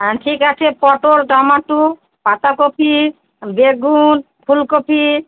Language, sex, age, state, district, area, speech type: Bengali, female, 30-45, West Bengal, Murshidabad, rural, conversation